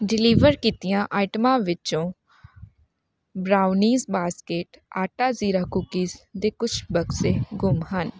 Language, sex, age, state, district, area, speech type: Punjabi, female, 18-30, Punjab, Hoshiarpur, rural, read